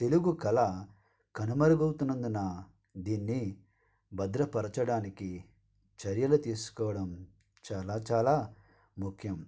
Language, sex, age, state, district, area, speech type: Telugu, male, 45-60, Andhra Pradesh, Konaseema, rural, spontaneous